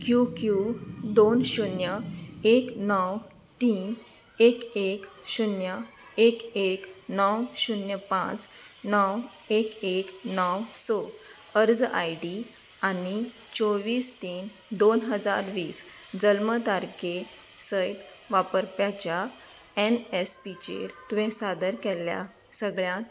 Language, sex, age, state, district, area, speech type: Goan Konkani, female, 30-45, Goa, Canacona, rural, read